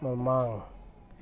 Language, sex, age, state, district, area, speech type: Manipuri, male, 30-45, Manipur, Tengnoupal, rural, read